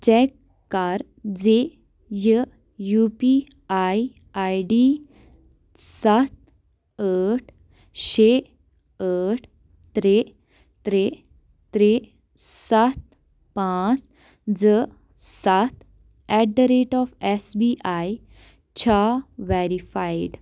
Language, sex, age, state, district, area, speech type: Kashmiri, female, 18-30, Jammu and Kashmir, Baramulla, rural, read